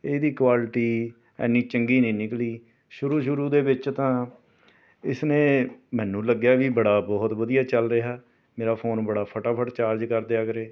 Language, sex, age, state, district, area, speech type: Punjabi, male, 45-60, Punjab, Rupnagar, urban, spontaneous